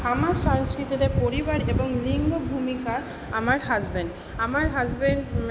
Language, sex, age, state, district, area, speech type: Bengali, female, 60+, West Bengal, Purba Bardhaman, urban, spontaneous